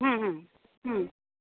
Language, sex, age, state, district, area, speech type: Bengali, female, 45-60, West Bengal, Paschim Medinipur, rural, conversation